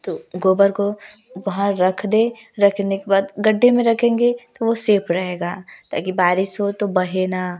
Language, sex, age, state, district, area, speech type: Hindi, female, 18-30, Uttar Pradesh, Prayagraj, rural, spontaneous